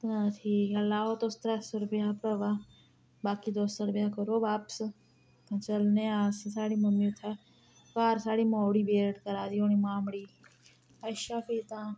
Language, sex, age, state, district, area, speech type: Dogri, female, 18-30, Jammu and Kashmir, Reasi, rural, spontaneous